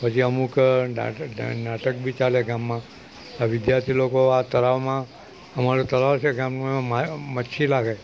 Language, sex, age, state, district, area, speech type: Gujarati, male, 60+, Gujarat, Valsad, rural, spontaneous